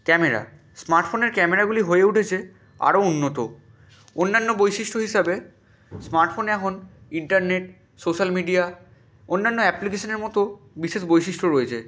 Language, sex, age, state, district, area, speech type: Bengali, male, 18-30, West Bengal, Purba Medinipur, rural, spontaneous